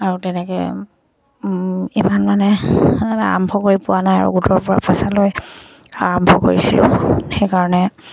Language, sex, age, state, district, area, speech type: Assamese, female, 45-60, Assam, Dibrugarh, rural, spontaneous